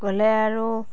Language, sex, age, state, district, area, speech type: Assamese, female, 60+, Assam, Darrang, rural, spontaneous